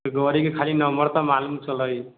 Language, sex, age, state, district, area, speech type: Maithili, male, 30-45, Bihar, Sitamarhi, urban, conversation